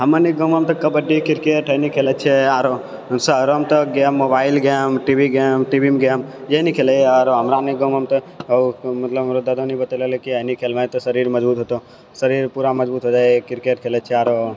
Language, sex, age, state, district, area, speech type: Maithili, male, 60+, Bihar, Purnia, rural, spontaneous